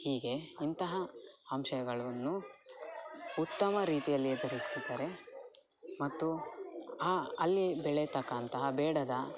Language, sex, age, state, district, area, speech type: Kannada, male, 18-30, Karnataka, Dakshina Kannada, rural, spontaneous